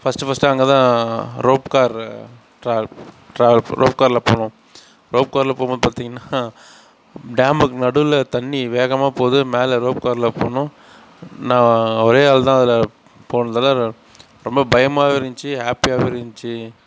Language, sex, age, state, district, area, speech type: Tamil, male, 60+, Tamil Nadu, Mayiladuthurai, rural, spontaneous